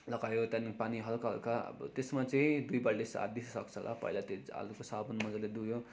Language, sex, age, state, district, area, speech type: Nepali, male, 30-45, West Bengal, Darjeeling, rural, spontaneous